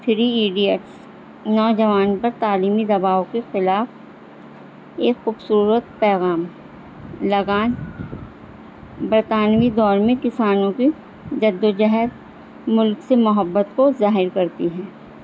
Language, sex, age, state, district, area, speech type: Urdu, female, 45-60, Delhi, North East Delhi, urban, spontaneous